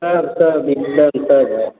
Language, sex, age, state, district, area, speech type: Hindi, male, 18-30, Uttar Pradesh, Azamgarh, rural, conversation